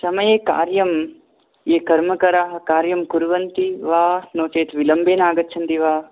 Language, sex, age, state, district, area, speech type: Sanskrit, male, 18-30, Karnataka, Bangalore Urban, rural, conversation